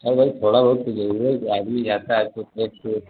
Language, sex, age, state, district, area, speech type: Hindi, male, 30-45, Uttar Pradesh, Azamgarh, rural, conversation